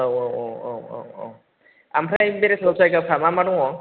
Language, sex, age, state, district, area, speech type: Bodo, male, 30-45, Assam, Chirang, rural, conversation